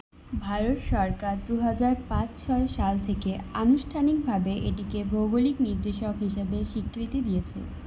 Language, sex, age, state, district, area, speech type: Bengali, female, 18-30, West Bengal, Purulia, urban, read